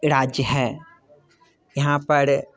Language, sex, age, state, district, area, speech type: Hindi, male, 30-45, Bihar, Muzaffarpur, urban, spontaneous